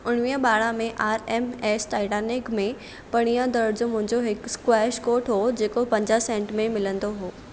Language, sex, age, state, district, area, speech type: Sindhi, female, 18-30, Maharashtra, Thane, urban, read